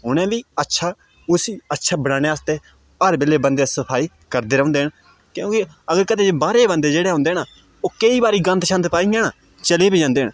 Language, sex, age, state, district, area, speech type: Dogri, male, 18-30, Jammu and Kashmir, Udhampur, rural, spontaneous